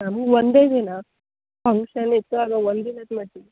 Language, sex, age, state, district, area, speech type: Kannada, female, 18-30, Karnataka, Uttara Kannada, rural, conversation